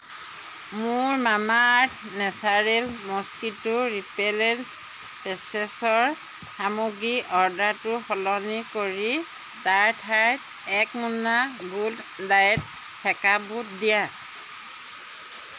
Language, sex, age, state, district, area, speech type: Assamese, female, 45-60, Assam, Jorhat, urban, read